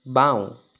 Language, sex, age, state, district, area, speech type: Assamese, male, 18-30, Assam, Sivasagar, rural, read